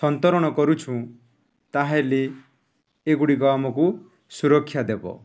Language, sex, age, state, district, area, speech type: Odia, male, 30-45, Odisha, Nuapada, urban, spontaneous